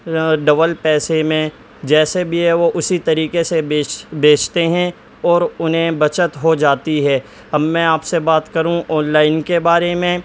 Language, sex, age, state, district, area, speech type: Urdu, male, 18-30, Delhi, East Delhi, urban, spontaneous